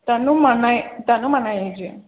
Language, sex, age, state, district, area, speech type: Telugu, female, 18-30, Telangana, Karimnagar, urban, conversation